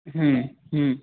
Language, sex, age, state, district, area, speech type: Bengali, male, 18-30, West Bengal, Paschim Bardhaman, rural, conversation